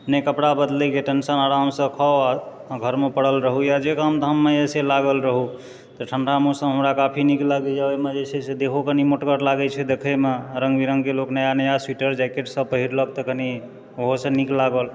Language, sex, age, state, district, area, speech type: Maithili, male, 30-45, Bihar, Supaul, rural, spontaneous